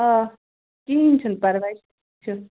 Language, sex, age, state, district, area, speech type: Kashmiri, female, 18-30, Jammu and Kashmir, Ganderbal, rural, conversation